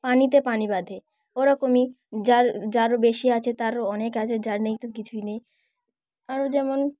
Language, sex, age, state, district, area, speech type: Bengali, female, 18-30, West Bengal, Dakshin Dinajpur, urban, spontaneous